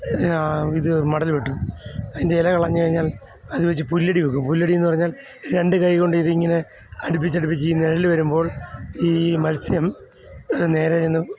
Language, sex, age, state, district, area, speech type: Malayalam, male, 45-60, Kerala, Alappuzha, rural, spontaneous